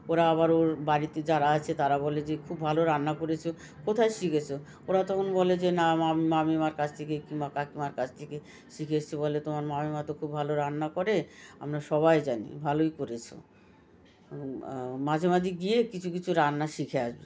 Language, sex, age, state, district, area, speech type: Bengali, female, 60+, West Bengal, South 24 Parganas, rural, spontaneous